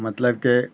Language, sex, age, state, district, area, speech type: Urdu, male, 60+, Bihar, Khagaria, rural, spontaneous